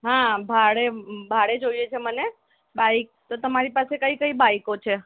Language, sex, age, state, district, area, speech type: Gujarati, female, 30-45, Gujarat, Ahmedabad, urban, conversation